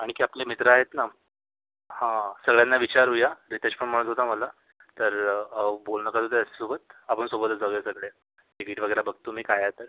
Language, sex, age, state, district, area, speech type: Marathi, male, 30-45, Maharashtra, Yavatmal, urban, conversation